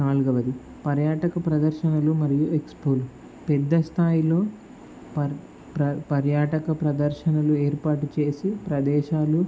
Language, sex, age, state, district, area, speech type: Telugu, male, 18-30, Andhra Pradesh, Palnadu, urban, spontaneous